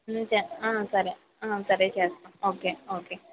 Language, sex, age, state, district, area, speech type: Telugu, female, 30-45, Andhra Pradesh, East Godavari, rural, conversation